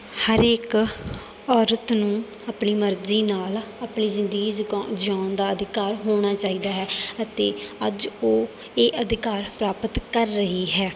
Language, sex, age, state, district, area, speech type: Punjabi, female, 18-30, Punjab, Bathinda, rural, spontaneous